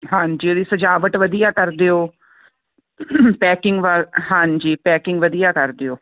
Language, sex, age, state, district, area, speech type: Punjabi, female, 45-60, Punjab, Fazilka, rural, conversation